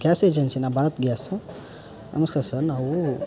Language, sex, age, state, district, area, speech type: Kannada, male, 18-30, Karnataka, Koppal, rural, spontaneous